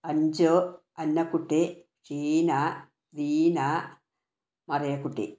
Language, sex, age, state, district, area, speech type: Malayalam, female, 60+, Kerala, Wayanad, rural, spontaneous